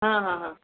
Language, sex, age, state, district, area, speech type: Marathi, male, 18-30, Maharashtra, Nanded, rural, conversation